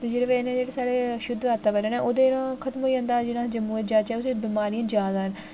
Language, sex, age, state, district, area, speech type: Dogri, female, 18-30, Jammu and Kashmir, Jammu, rural, spontaneous